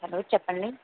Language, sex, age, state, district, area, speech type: Telugu, female, 18-30, Andhra Pradesh, N T Rama Rao, urban, conversation